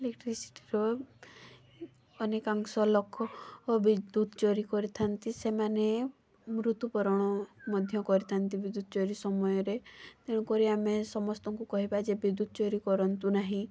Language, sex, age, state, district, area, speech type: Odia, female, 18-30, Odisha, Mayurbhanj, rural, spontaneous